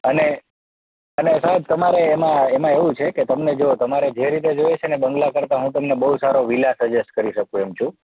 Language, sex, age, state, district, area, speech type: Gujarati, male, 30-45, Gujarat, Rajkot, urban, conversation